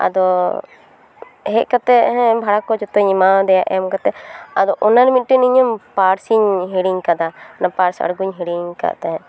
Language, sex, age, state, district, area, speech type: Santali, female, 30-45, West Bengal, Paschim Bardhaman, urban, spontaneous